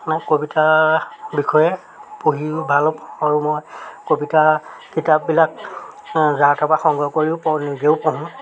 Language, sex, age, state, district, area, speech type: Assamese, male, 45-60, Assam, Jorhat, urban, spontaneous